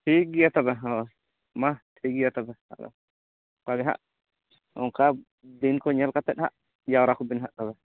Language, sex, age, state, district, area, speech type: Santali, male, 30-45, West Bengal, Bankura, rural, conversation